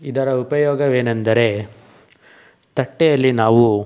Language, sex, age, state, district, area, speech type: Kannada, male, 18-30, Karnataka, Tumkur, urban, spontaneous